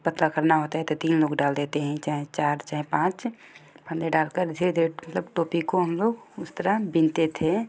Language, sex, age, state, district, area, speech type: Hindi, female, 18-30, Uttar Pradesh, Ghazipur, rural, spontaneous